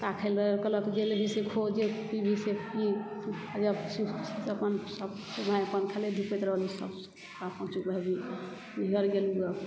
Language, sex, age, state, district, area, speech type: Maithili, female, 60+, Bihar, Supaul, urban, spontaneous